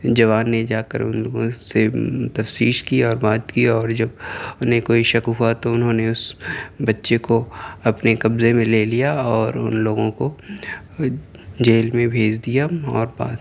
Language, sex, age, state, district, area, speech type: Urdu, male, 30-45, Delhi, South Delhi, urban, spontaneous